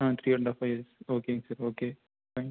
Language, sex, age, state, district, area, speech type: Tamil, male, 18-30, Tamil Nadu, Erode, rural, conversation